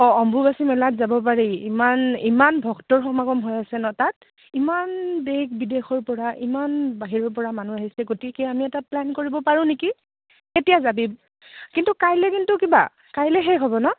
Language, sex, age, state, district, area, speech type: Assamese, female, 30-45, Assam, Goalpara, urban, conversation